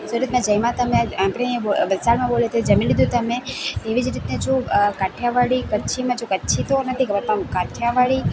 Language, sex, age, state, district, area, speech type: Gujarati, female, 18-30, Gujarat, Valsad, rural, spontaneous